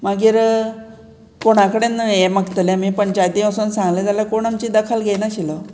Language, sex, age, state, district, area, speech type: Goan Konkani, female, 60+, Goa, Murmgao, rural, spontaneous